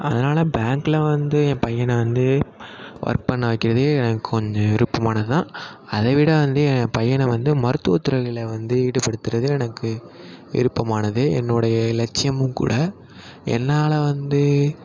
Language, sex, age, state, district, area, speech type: Tamil, male, 18-30, Tamil Nadu, Thanjavur, rural, spontaneous